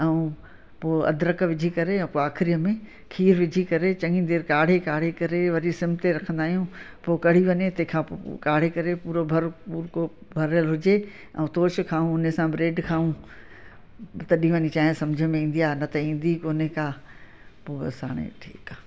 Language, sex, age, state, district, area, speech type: Sindhi, female, 60+, Madhya Pradesh, Katni, urban, spontaneous